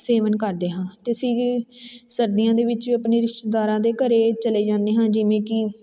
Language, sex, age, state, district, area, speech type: Punjabi, female, 18-30, Punjab, Fatehgarh Sahib, rural, spontaneous